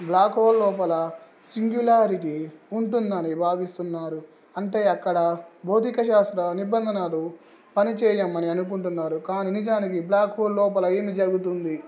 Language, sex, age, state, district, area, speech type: Telugu, male, 18-30, Telangana, Nizamabad, urban, spontaneous